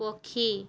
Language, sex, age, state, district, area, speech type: Odia, female, 18-30, Odisha, Mayurbhanj, rural, read